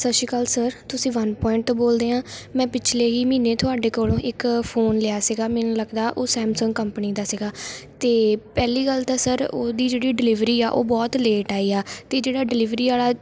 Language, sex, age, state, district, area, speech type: Punjabi, female, 18-30, Punjab, Shaheed Bhagat Singh Nagar, rural, spontaneous